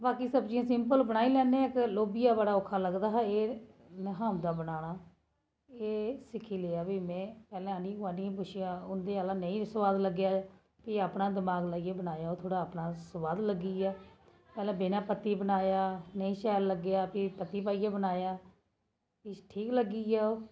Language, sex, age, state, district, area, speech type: Dogri, female, 30-45, Jammu and Kashmir, Jammu, urban, spontaneous